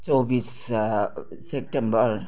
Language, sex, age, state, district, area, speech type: Nepali, female, 60+, West Bengal, Kalimpong, rural, spontaneous